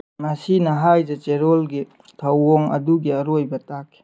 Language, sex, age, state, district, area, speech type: Manipuri, male, 18-30, Manipur, Tengnoupal, rural, read